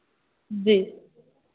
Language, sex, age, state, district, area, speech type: Hindi, female, 18-30, Uttar Pradesh, Varanasi, urban, conversation